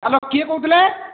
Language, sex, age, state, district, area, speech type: Odia, male, 30-45, Odisha, Puri, urban, conversation